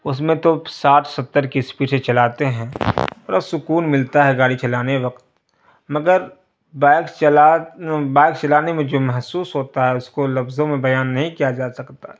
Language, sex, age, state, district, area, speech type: Urdu, male, 30-45, Bihar, Darbhanga, urban, spontaneous